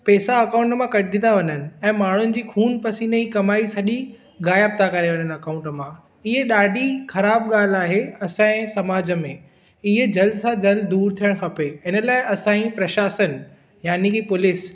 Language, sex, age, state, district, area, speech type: Sindhi, male, 18-30, Maharashtra, Thane, urban, spontaneous